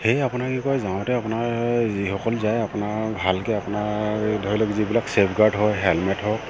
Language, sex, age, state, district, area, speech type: Assamese, male, 30-45, Assam, Sivasagar, rural, spontaneous